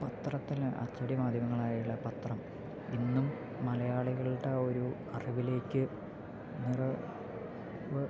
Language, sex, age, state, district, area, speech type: Malayalam, male, 18-30, Kerala, Palakkad, rural, spontaneous